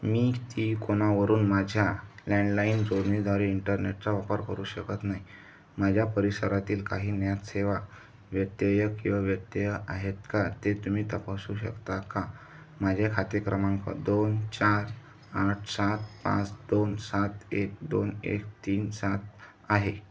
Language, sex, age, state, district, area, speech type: Marathi, male, 18-30, Maharashtra, Amravati, rural, read